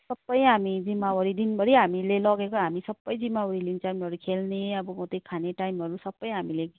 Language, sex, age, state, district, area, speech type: Nepali, female, 30-45, West Bengal, Kalimpong, rural, conversation